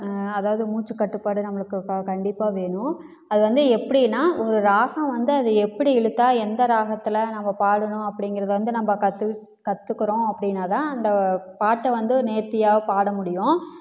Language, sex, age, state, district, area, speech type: Tamil, female, 30-45, Tamil Nadu, Namakkal, rural, spontaneous